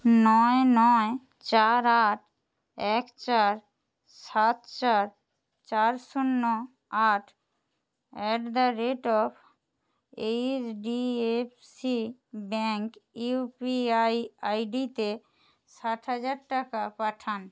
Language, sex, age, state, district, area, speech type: Bengali, female, 60+, West Bengal, Jhargram, rural, read